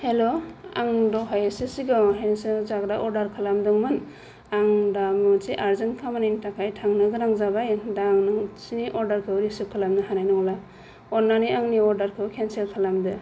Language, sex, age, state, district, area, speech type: Bodo, female, 30-45, Assam, Kokrajhar, rural, spontaneous